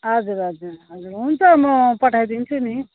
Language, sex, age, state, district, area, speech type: Nepali, female, 45-60, West Bengal, Kalimpong, rural, conversation